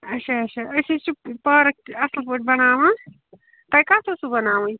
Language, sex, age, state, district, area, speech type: Kashmiri, female, 45-60, Jammu and Kashmir, Ganderbal, rural, conversation